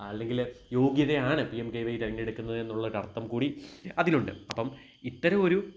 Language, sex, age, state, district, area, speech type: Malayalam, male, 18-30, Kerala, Kottayam, rural, spontaneous